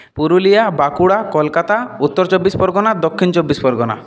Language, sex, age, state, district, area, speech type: Bengali, male, 30-45, West Bengal, Purulia, urban, spontaneous